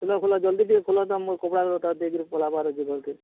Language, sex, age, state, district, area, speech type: Odia, male, 45-60, Odisha, Bargarh, urban, conversation